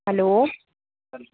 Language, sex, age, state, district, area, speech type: Hindi, male, 30-45, Rajasthan, Jaipur, urban, conversation